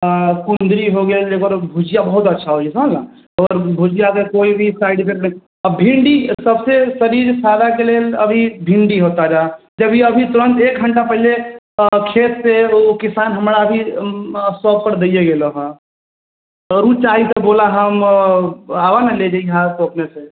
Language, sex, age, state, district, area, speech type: Maithili, female, 18-30, Bihar, Sitamarhi, rural, conversation